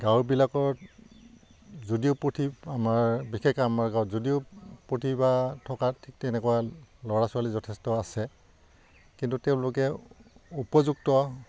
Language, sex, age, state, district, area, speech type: Assamese, male, 45-60, Assam, Udalguri, rural, spontaneous